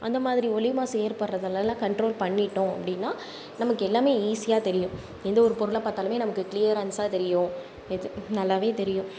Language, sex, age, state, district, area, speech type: Tamil, female, 18-30, Tamil Nadu, Tiruvarur, urban, spontaneous